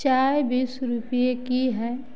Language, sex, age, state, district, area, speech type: Hindi, female, 30-45, Uttar Pradesh, Azamgarh, rural, read